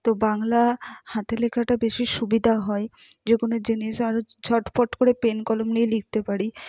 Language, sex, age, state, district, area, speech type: Bengali, female, 45-60, West Bengal, Purba Bardhaman, rural, spontaneous